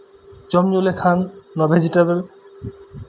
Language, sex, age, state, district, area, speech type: Santali, male, 30-45, West Bengal, Birbhum, rural, spontaneous